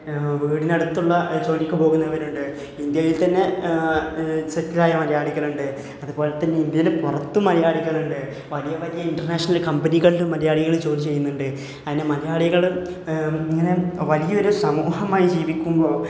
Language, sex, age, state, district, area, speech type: Malayalam, male, 18-30, Kerala, Malappuram, rural, spontaneous